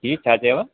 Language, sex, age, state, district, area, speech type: Sindhi, male, 30-45, Gujarat, Junagadh, rural, conversation